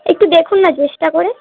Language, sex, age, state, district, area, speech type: Bengali, female, 18-30, West Bengal, Darjeeling, urban, conversation